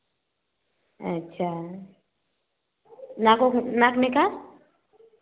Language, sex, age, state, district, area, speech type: Hindi, female, 30-45, Uttar Pradesh, Varanasi, urban, conversation